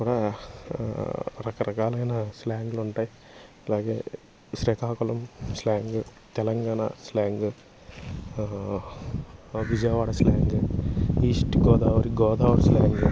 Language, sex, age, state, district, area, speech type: Telugu, male, 30-45, Andhra Pradesh, Alluri Sitarama Raju, urban, spontaneous